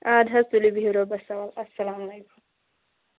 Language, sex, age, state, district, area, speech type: Kashmiri, female, 18-30, Jammu and Kashmir, Shopian, rural, conversation